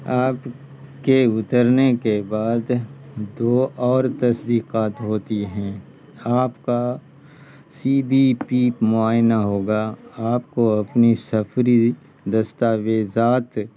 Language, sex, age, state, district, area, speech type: Urdu, male, 60+, Bihar, Khagaria, rural, read